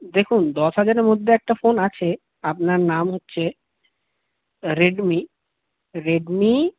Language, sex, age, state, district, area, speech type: Bengali, male, 45-60, West Bengal, Paschim Bardhaman, urban, conversation